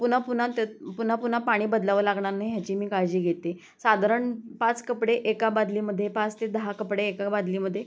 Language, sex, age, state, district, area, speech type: Marathi, female, 30-45, Maharashtra, Osmanabad, rural, spontaneous